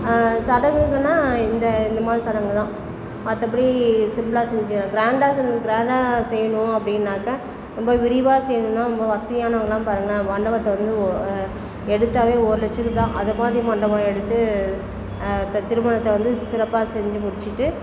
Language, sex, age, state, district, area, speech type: Tamil, female, 60+, Tamil Nadu, Perambalur, rural, spontaneous